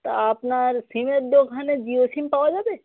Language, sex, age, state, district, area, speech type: Bengali, male, 30-45, West Bengal, Birbhum, urban, conversation